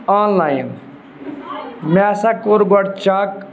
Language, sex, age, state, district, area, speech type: Kashmiri, male, 18-30, Jammu and Kashmir, Budgam, rural, spontaneous